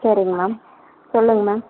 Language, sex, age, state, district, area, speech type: Tamil, female, 45-60, Tamil Nadu, Erode, rural, conversation